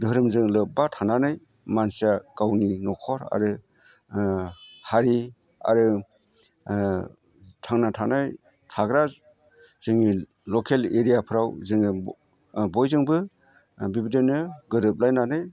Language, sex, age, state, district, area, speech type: Bodo, male, 45-60, Assam, Chirang, rural, spontaneous